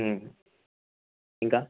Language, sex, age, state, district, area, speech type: Telugu, male, 45-60, Andhra Pradesh, Nellore, urban, conversation